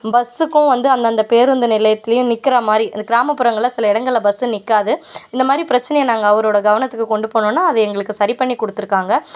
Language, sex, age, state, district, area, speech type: Tamil, female, 45-60, Tamil Nadu, Cuddalore, rural, spontaneous